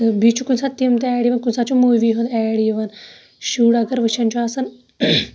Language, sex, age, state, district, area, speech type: Kashmiri, female, 30-45, Jammu and Kashmir, Shopian, rural, spontaneous